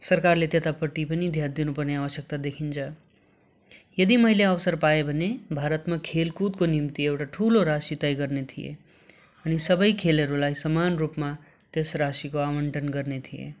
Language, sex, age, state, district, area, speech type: Nepali, male, 30-45, West Bengal, Darjeeling, rural, spontaneous